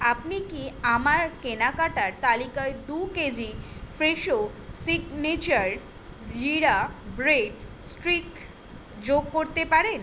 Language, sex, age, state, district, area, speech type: Bengali, female, 18-30, West Bengal, Kolkata, urban, read